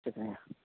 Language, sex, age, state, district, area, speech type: Urdu, male, 30-45, Uttar Pradesh, Lucknow, urban, conversation